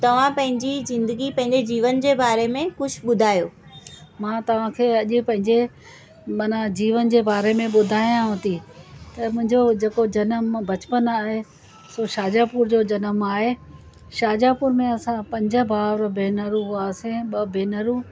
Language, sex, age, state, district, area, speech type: Sindhi, female, 60+, Gujarat, Surat, urban, spontaneous